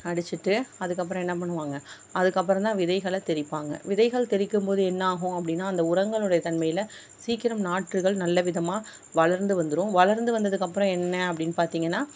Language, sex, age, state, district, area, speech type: Tamil, female, 60+, Tamil Nadu, Mayiladuthurai, rural, spontaneous